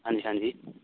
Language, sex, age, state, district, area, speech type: Punjabi, male, 18-30, Punjab, Fazilka, rural, conversation